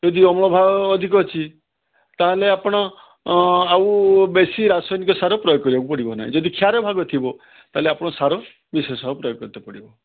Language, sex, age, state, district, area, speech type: Odia, male, 60+, Odisha, Balasore, rural, conversation